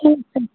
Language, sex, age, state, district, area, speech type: Hindi, female, 30-45, Bihar, Muzaffarpur, rural, conversation